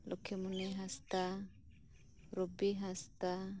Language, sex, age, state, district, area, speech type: Santali, female, 18-30, West Bengal, Birbhum, rural, spontaneous